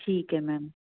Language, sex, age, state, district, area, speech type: Punjabi, female, 45-60, Punjab, Jalandhar, urban, conversation